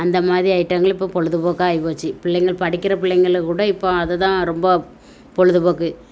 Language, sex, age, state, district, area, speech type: Tamil, female, 45-60, Tamil Nadu, Thoothukudi, rural, spontaneous